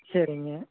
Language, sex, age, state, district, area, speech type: Tamil, female, 45-60, Tamil Nadu, Namakkal, rural, conversation